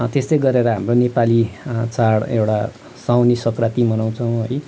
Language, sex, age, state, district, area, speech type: Nepali, male, 45-60, West Bengal, Kalimpong, rural, spontaneous